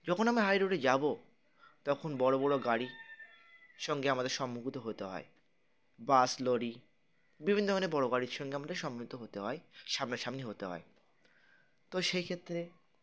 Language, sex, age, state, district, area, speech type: Bengali, male, 18-30, West Bengal, Uttar Dinajpur, urban, spontaneous